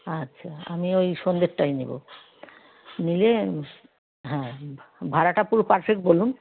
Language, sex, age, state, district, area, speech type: Bengali, female, 30-45, West Bengal, Howrah, urban, conversation